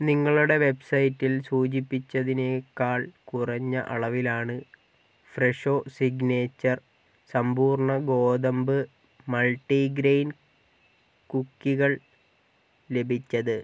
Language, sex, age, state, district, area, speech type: Malayalam, male, 18-30, Kerala, Kozhikode, urban, read